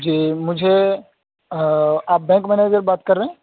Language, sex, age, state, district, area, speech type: Urdu, male, 18-30, Uttar Pradesh, Saharanpur, urban, conversation